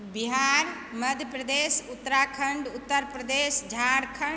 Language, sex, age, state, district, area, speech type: Maithili, female, 45-60, Bihar, Supaul, urban, spontaneous